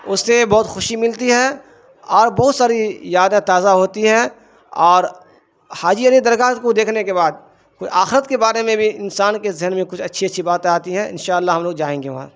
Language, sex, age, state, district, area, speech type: Urdu, male, 45-60, Bihar, Darbhanga, rural, spontaneous